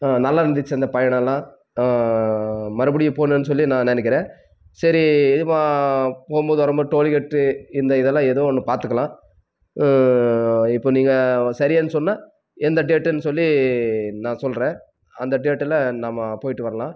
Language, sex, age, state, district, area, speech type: Tamil, male, 18-30, Tamil Nadu, Krishnagiri, rural, spontaneous